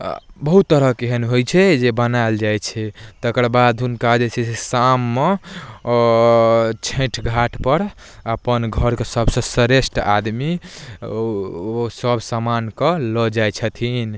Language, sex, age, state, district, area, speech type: Maithili, male, 18-30, Bihar, Darbhanga, rural, spontaneous